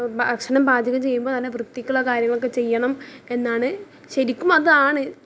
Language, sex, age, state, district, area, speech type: Malayalam, female, 18-30, Kerala, Thrissur, urban, spontaneous